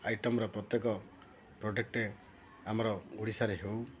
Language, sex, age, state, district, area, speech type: Odia, male, 45-60, Odisha, Ganjam, urban, spontaneous